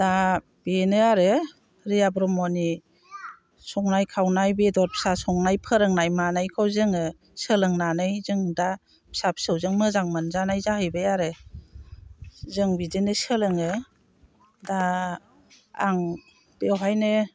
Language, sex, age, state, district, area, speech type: Bodo, female, 60+, Assam, Chirang, rural, spontaneous